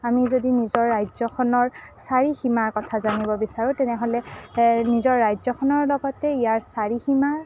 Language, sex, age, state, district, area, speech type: Assamese, female, 18-30, Assam, Kamrup Metropolitan, urban, spontaneous